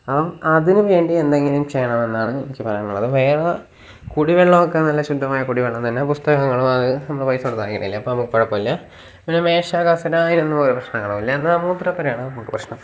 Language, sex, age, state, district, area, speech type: Malayalam, male, 18-30, Kerala, Kollam, rural, spontaneous